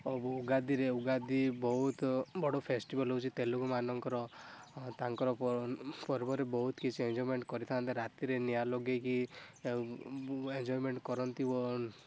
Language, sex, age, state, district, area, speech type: Odia, male, 18-30, Odisha, Rayagada, rural, spontaneous